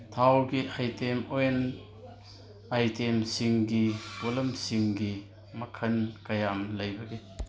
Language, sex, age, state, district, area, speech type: Manipuri, male, 45-60, Manipur, Kangpokpi, urban, read